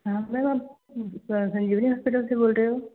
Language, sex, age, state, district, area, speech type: Hindi, female, 18-30, Madhya Pradesh, Betul, rural, conversation